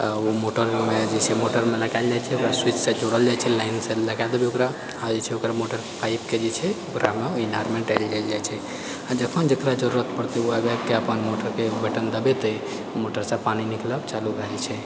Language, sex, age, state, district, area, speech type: Maithili, male, 45-60, Bihar, Purnia, rural, spontaneous